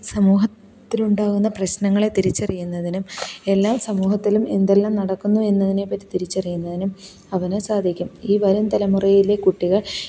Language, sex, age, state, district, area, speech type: Malayalam, female, 30-45, Kerala, Kollam, rural, spontaneous